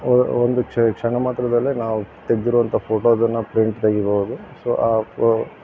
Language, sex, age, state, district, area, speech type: Kannada, male, 30-45, Karnataka, Udupi, rural, spontaneous